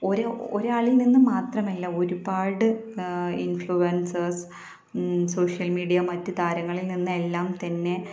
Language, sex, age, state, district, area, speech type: Malayalam, female, 18-30, Kerala, Malappuram, rural, spontaneous